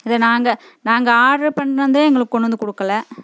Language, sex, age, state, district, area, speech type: Tamil, female, 30-45, Tamil Nadu, Coimbatore, rural, spontaneous